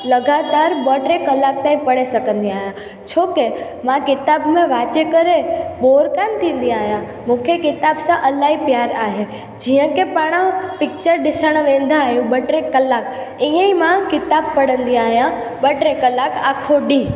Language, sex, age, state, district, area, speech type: Sindhi, female, 18-30, Gujarat, Junagadh, rural, spontaneous